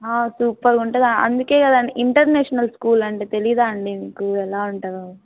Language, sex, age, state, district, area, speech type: Telugu, female, 18-30, Andhra Pradesh, Nellore, rural, conversation